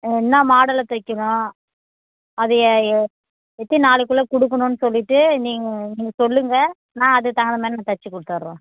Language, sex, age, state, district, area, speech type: Tamil, female, 60+, Tamil Nadu, Viluppuram, rural, conversation